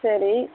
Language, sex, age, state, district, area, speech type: Tamil, female, 60+, Tamil Nadu, Tiruvarur, urban, conversation